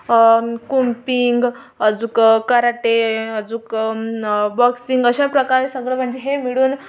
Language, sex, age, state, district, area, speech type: Marathi, female, 18-30, Maharashtra, Amravati, urban, spontaneous